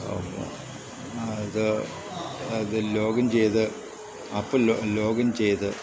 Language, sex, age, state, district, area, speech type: Malayalam, male, 60+, Kerala, Idukki, rural, spontaneous